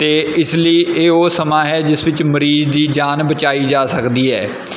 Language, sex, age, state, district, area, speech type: Punjabi, male, 30-45, Punjab, Kapurthala, rural, spontaneous